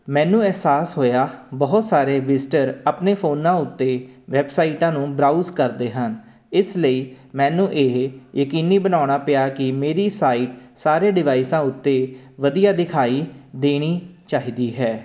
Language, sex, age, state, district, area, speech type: Punjabi, male, 30-45, Punjab, Jalandhar, urban, spontaneous